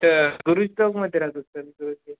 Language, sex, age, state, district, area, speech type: Marathi, male, 18-30, Maharashtra, Nanded, urban, conversation